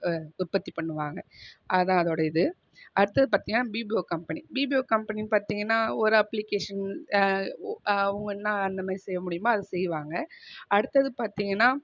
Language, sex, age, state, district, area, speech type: Tamil, female, 30-45, Tamil Nadu, Viluppuram, urban, spontaneous